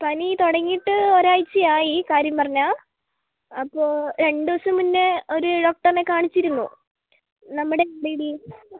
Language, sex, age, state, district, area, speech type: Malayalam, female, 18-30, Kerala, Wayanad, rural, conversation